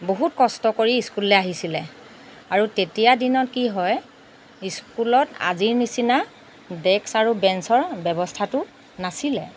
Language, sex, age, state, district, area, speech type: Assamese, female, 45-60, Assam, Lakhimpur, rural, spontaneous